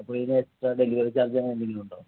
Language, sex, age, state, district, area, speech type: Malayalam, male, 30-45, Kerala, Ernakulam, rural, conversation